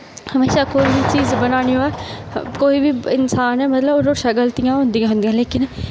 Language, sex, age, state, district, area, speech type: Dogri, female, 18-30, Jammu and Kashmir, Kathua, rural, spontaneous